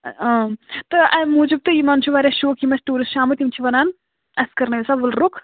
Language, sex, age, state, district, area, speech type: Kashmiri, female, 30-45, Jammu and Kashmir, Bandipora, rural, conversation